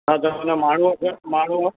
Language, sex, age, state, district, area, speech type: Sindhi, male, 45-60, Maharashtra, Thane, urban, conversation